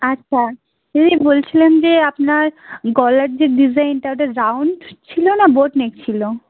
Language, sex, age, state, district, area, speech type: Bengali, female, 30-45, West Bengal, South 24 Parganas, rural, conversation